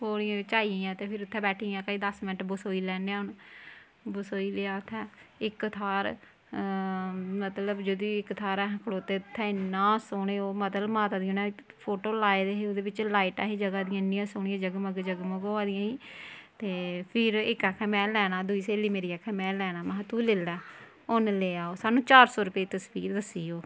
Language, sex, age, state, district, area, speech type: Dogri, female, 30-45, Jammu and Kashmir, Kathua, rural, spontaneous